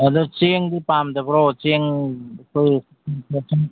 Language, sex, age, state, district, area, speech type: Manipuri, male, 45-60, Manipur, Imphal East, rural, conversation